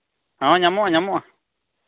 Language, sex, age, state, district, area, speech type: Santali, male, 30-45, Jharkhand, East Singhbhum, rural, conversation